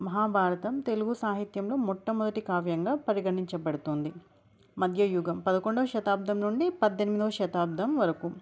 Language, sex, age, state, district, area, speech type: Telugu, female, 18-30, Telangana, Hanamkonda, urban, spontaneous